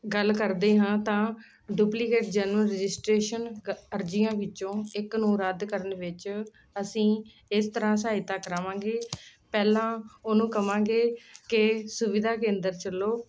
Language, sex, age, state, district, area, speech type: Punjabi, female, 45-60, Punjab, Ludhiana, urban, spontaneous